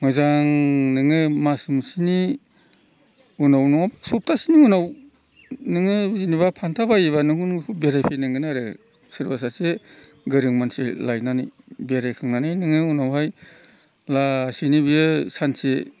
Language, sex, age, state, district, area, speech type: Bodo, male, 60+, Assam, Udalguri, rural, spontaneous